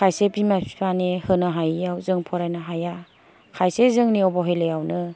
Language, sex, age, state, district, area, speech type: Bodo, female, 45-60, Assam, Kokrajhar, rural, spontaneous